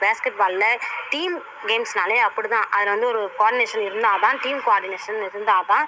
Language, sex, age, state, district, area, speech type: Tamil, female, 18-30, Tamil Nadu, Ariyalur, rural, spontaneous